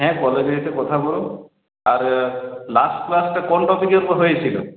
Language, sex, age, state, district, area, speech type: Bengali, male, 18-30, West Bengal, Purulia, urban, conversation